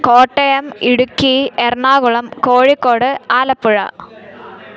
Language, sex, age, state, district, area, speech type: Malayalam, female, 18-30, Kerala, Kottayam, rural, spontaneous